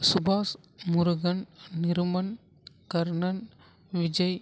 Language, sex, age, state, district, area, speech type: Tamil, female, 18-30, Tamil Nadu, Tiruvarur, rural, spontaneous